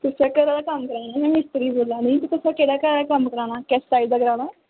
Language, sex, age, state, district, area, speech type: Dogri, female, 18-30, Jammu and Kashmir, Kathua, rural, conversation